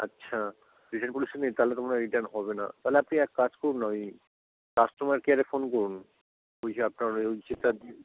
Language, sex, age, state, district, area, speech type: Bengali, male, 18-30, West Bengal, South 24 Parganas, rural, conversation